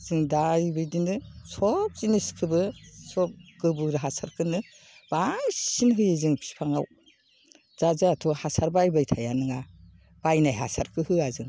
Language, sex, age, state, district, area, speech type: Bodo, female, 60+, Assam, Baksa, urban, spontaneous